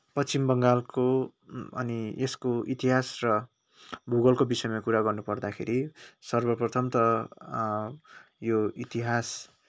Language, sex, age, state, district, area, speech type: Nepali, male, 18-30, West Bengal, Kalimpong, rural, spontaneous